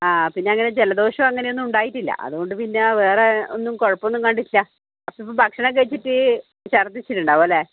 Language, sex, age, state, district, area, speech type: Malayalam, female, 30-45, Kerala, Kannur, rural, conversation